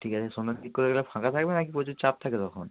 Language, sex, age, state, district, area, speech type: Bengali, male, 30-45, West Bengal, Bankura, urban, conversation